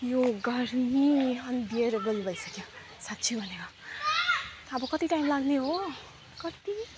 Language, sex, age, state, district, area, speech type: Nepali, female, 30-45, West Bengal, Alipurduar, urban, spontaneous